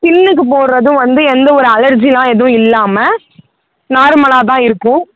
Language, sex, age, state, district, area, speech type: Tamil, female, 18-30, Tamil Nadu, Thanjavur, rural, conversation